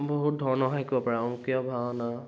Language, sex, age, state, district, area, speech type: Assamese, male, 18-30, Assam, Dhemaji, rural, spontaneous